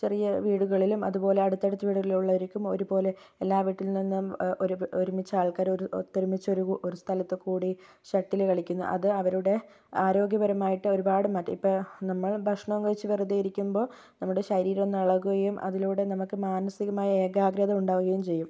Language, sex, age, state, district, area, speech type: Malayalam, female, 18-30, Kerala, Kozhikode, urban, spontaneous